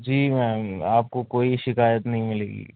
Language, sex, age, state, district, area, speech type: Urdu, male, 18-30, Uttar Pradesh, Rampur, urban, conversation